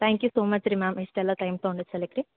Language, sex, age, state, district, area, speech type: Kannada, female, 18-30, Karnataka, Gulbarga, urban, conversation